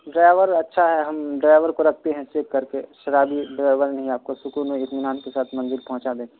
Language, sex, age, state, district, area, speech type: Urdu, male, 18-30, Bihar, Purnia, rural, conversation